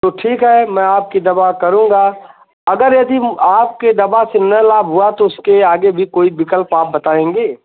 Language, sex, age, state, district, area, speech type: Hindi, male, 45-60, Uttar Pradesh, Azamgarh, rural, conversation